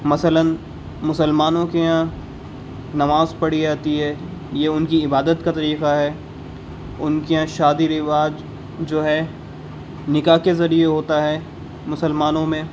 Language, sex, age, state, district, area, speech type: Urdu, male, 18-30, Uttar Pradesh, Rampur, urban, spontaneous